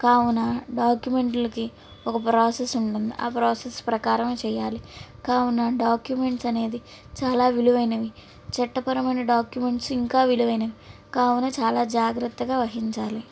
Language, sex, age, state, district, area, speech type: Telugu, female, 18-30, Andhra Pradesh, Guntur, urban, spontaneous